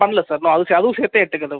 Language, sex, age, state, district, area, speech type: Tamil, male, 18-30, Tamil Nadu, Sivaganga, rural, conversation